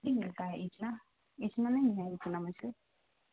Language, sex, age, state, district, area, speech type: Urdu, female, 18-30, Bihar, Supaul, rural, conversation